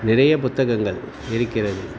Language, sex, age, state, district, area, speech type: Tamil, male, 45-60, Tamil Nadu, Tiruvannamalai, rural, spontaneous